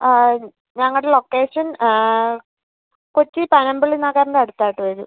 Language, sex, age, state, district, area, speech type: Malayalam, female, 18-30, Kerala, Alappuzha, rural, conversation